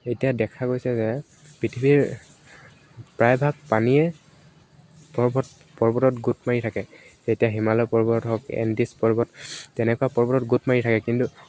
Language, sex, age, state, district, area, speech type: Assamese, male, 18-30, Assam, Dibrugarh, urban, spontaneous